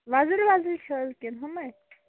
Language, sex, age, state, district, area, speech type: Kashmiri, female, 18-30, Jammu and Kashmir, Baramulla, rural, conversation